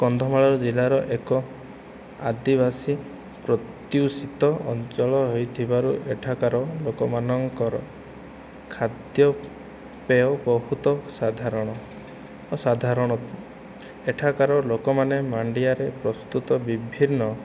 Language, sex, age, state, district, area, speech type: Odia, male, 45-60, Odisha, Kandhamal, rural, spontaneous